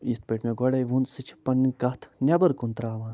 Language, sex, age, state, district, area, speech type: Kashmiri, male, 45-60, Jammu and Kashmir, Budgam, urban, spontaneous